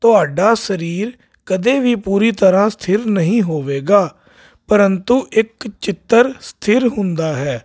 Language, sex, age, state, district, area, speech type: Punjabi, male, 30-45, Punjab, Jalandhar, urban, spontaneous